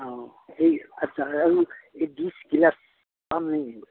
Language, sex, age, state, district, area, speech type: Assamese, male, 60+, Assam, Udalguri, rural, conversation